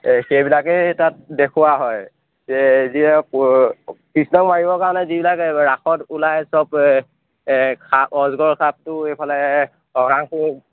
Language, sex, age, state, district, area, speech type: Assamese, male, 18-30, Assam, Majuli, urban, conversation